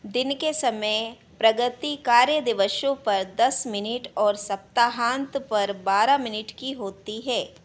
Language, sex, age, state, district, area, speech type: Hindi, female, 30-45, Madhya Pradesh, Harda, urban, read